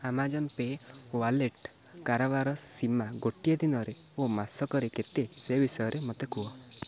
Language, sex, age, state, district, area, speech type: Odia, male, 18-30, Odisha, Jagatsinghpur, rural, read